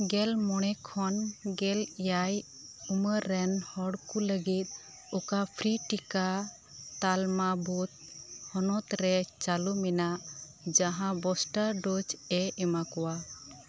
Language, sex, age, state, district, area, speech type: Santali, female, 30-45, West Bengal, Birbhum, rural, read